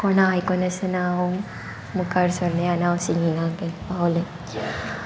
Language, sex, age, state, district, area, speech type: Goan Konkani, female, 18-30, Goa, Sanguem, rural, spontaneous